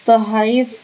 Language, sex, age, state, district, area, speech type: Urdu, female, 30-45, Bihar, Gaya, rural, spontaneous